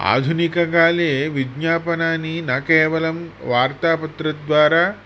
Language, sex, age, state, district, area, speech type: Sanskrit, male, 45-60, Andhra Pradesh, Chittoor, urban, spontaneous